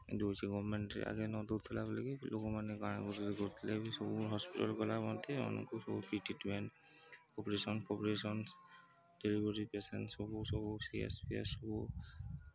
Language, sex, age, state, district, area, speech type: Odia, male, 30-45, Odisha, Nuapada, urban, spontaneous